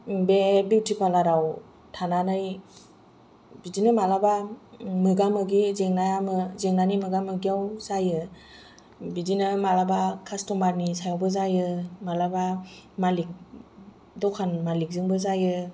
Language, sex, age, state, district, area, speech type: Bodo, female, 45-60, Assam, Kokrajhar, rural, spontaneous